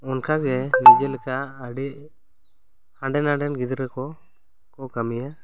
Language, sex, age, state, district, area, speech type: Santali, male, 18-30, West Bengal, Bankura, rural, spontaneous